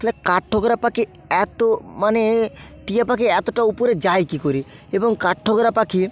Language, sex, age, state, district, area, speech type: Bengali, male, 18-30, West Bengal, Bankura, urban, spontaneous